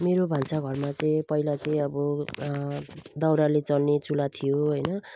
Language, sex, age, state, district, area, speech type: Nepali, female, 45-60, West Bengal, Jalpaiguri, rural, spontaneous